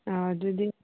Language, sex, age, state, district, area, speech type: Manipuri, female, 18-30, Manipur, Senapati, urban, conversation